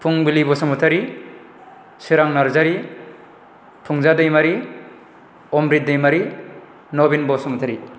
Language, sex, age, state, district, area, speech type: Bodo, male, 30-45, Assam, Chirang, rural, spontaneous